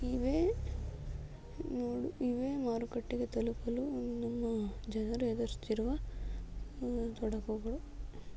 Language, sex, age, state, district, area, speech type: Kannada, female, 60+, Karnataka, Tumkur, rural, spontaneous